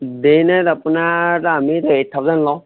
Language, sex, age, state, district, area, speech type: Assamese, male, 30-45, Assam, Dibrugarh, rural, conversation